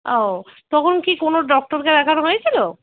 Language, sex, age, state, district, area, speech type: Bengali, female, 30-45, West Bengal, Darjeeling, rural, conversation